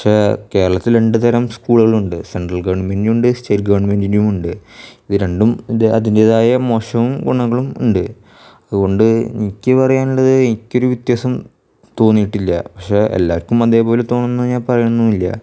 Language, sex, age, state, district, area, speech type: Malayalam, male, 18-30, Kerala, Thrissur, rural, spontaneous